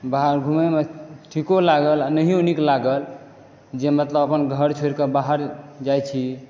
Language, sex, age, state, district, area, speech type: Maithili, male, 18-30, Bihar, Supaul, rural, spontaneous